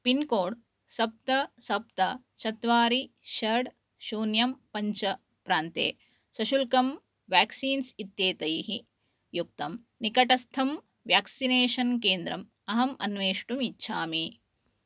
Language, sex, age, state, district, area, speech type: Sanskrit, female, 30-45, Karnataka, Udupi, urban, read